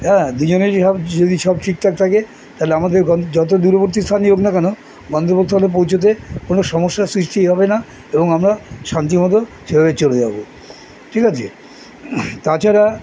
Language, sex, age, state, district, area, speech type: Bengali, male, 60+, West Bengal, Kolkata, urban, spontaneous